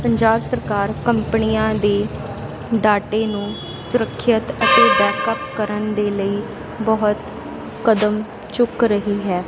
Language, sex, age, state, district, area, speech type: Punjabi, female, 30-45, Punjab, Sangrur, rural, spontaneous